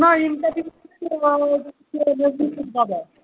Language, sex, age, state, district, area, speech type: Bengali, male, 45-60, West Bengal, Hooghly, rural, conversation